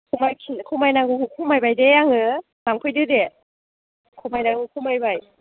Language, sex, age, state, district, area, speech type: Bodo, female, 45-60, Assam, Chirang, rural, conversation